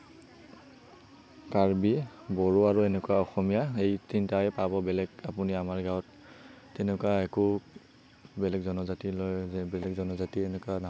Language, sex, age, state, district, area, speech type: Assamese, male, 18-30, Assam, Kamrup Metropolitan, rural, spontaneous